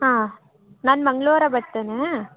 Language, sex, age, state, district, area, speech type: Kannada, female, 18-30, Karnataka, Davanagere, rural, conversation